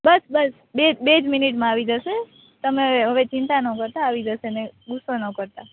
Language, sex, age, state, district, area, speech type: Gujarati, female, 18-30, Gujarat, Rajkot, urban, conversation